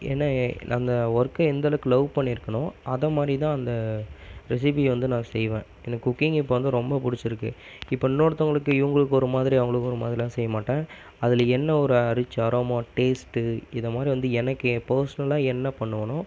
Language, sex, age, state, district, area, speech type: Tamil, male, 18-30, Tamil Nadu, Viluppuram, urban, spontaneous